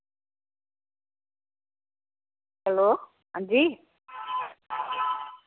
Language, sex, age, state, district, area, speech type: Dogri, female, 60+, Jammu and Kashmir, Reasi, rural, conversation